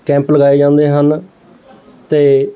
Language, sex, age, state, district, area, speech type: Punjabi, male, 45-60, Punjab, Mohali, urban, spontaneous